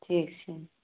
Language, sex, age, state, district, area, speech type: Maithili, female, 45-60, Bihar, Sitamarhi, rural, conversation